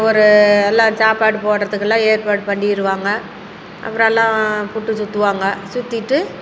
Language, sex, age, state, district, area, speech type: Tamil, female, 60+, Tamil Nadu, Salem, rural, spontaneous